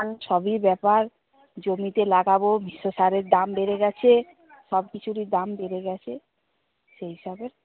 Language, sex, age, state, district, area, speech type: Bengali, female, 45-60, West Bengal, Purba Medinipur, rural, conversation